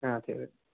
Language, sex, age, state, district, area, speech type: Malayalam, male, 18-30, Kerala, Idukki, rural, conversation